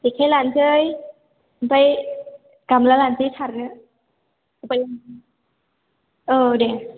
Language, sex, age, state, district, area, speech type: Bodo, female, 18-30, Assam, Chirang, rural, conversation